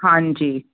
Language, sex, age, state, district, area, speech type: Punjabi, female, 45-60, Punjab, Fazilka, rural, conversation